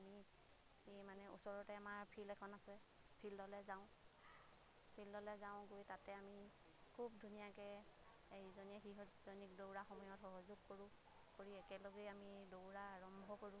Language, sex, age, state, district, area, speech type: Assamese, female, 30-45, Assam, Lakhimpur, rural, spontaneous